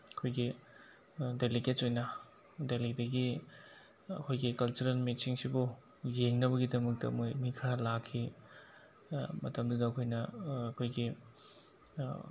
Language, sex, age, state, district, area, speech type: Manipuri, male, 18-30, Manipur, Bishnupur, rural, spontaneous